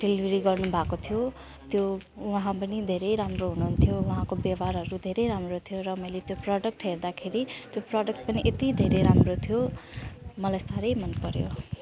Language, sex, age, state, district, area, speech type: Nepali, female, 18-30, West Bengal, Jalpaiguri, rural, spontaneous